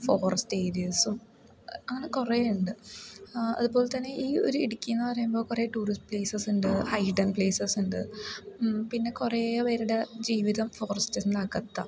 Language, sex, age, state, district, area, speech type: Malayalam, female, 18-30, Kerala, Idukki, rural, spontaneous